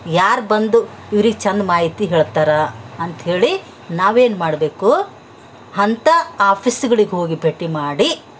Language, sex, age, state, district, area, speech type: Kannada, female, 60+, Karnataka, Bidar, urban, spontaneous